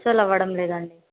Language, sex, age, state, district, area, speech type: Telugu, female, 18-30, Telangana, Sangareddy, urban, conversation